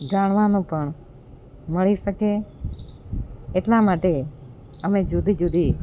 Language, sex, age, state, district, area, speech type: Gujarati, female, 45-60, Gujarat, Amreli, rural, spontaneous